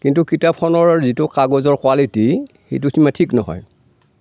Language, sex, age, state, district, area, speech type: Assamese, male, 60+, Assam, Darrang, rural, spontaneous